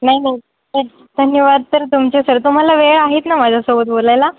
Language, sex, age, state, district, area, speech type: Marathi, female, 18-30, Maharashtra, Ahmednagar, rural, conversation